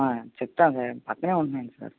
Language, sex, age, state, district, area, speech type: Telugu, male, 18-30, Andhra Pradesh, Guntur, rural, conversation